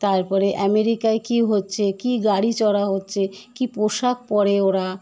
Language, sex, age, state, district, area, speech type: Bengali, female, 30-45, West Bengal, Kolkata, urban, spontaneous